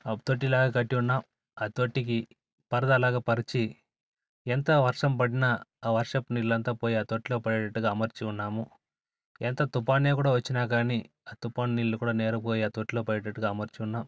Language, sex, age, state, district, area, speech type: Telugu, male, 45-60, Andhra Pradesh, Sri Balaji, urban, spontaneous